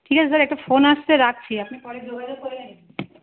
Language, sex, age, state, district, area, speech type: Bengali, female, 30-45, West Bengal, Howrah, urban, conversation